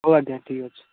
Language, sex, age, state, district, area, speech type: Odia, male, 18-30, Odisha, Ganjam, urban, conversation